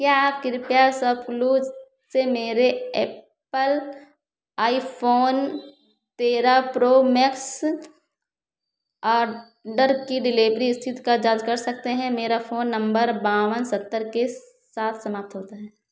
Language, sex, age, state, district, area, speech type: Hindi, female, 30-45, Uttar Pradesh, Ayodhya, rural, read